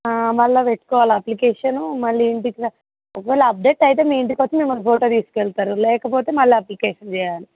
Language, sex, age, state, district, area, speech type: Telugu, female, 30-45, Telangana, Ranga Reddy, urban, conversation